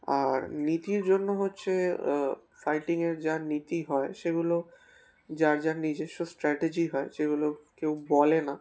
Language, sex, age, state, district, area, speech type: Bengali, male, 18-30, West Bengal, Darjeeling, urban, spontaneous